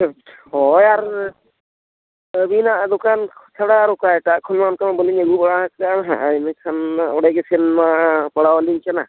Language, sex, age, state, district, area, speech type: Santali, male, 45-60, Odisha, Mayurbhanj, rural, conversation